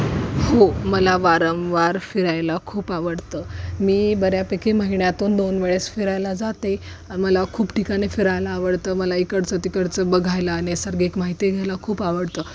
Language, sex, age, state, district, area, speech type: Marathi, female, 18-30, Maharashtra, Osmanabad, rural, spontaneous